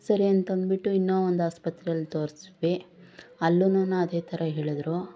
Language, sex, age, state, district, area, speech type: Kannada, female, 30-45, Karnataka, Bangalore Urban, rural, spontaneous